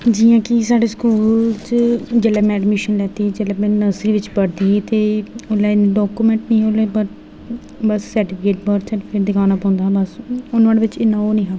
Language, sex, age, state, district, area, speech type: Dogri, female, 18-30, Jammu and Kashmir, Jammu, rural, spontaneous